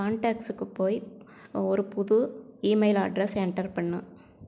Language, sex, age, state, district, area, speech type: Tamil, female, 45-60, Tamil Nadu, Erode, rural, read